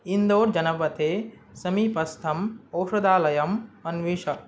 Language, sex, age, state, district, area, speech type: Sanskrit, male, 18-30, Assam, Nagaon, rural, read